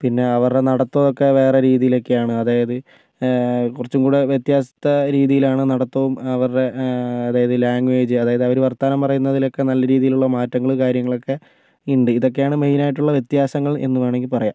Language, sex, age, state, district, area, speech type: Malayalam, male, 18-30, Kerala, Kozhikode, urban, spontaneous